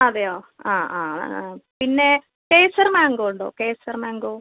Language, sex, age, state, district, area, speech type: Malayalam, female, 30-45, Kerala, Ernakulam, rural, conversation